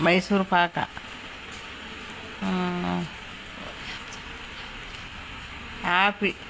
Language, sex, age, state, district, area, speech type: Telugu, female, 60+, Telangana, Peddapalli, rural, spontaneous